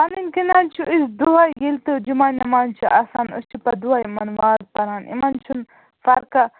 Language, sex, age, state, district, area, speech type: Kashmiri, female, 18-30, Jammu and Kashmir, Budgam, rural, conversation